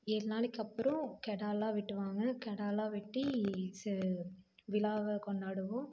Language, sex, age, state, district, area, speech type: Tamil, female, 18-30, Tamil Nadu, Coimbatore, rural, spontaneous